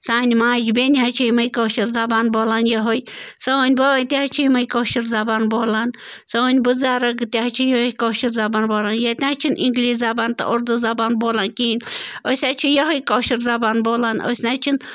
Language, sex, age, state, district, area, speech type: Kashmiri, female, 30-45, Jammu and Kashmir, Bandipora, rural, spontaneous